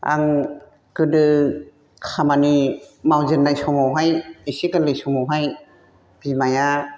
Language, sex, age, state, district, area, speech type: Bodo, female, 60+, Assam, Chirang, rural, spontaneous